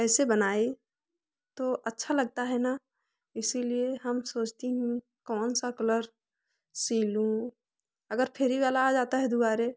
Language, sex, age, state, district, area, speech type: Hindi, female, 18-30, Uttar Pradesh, Prayagraj, rural, spontaneous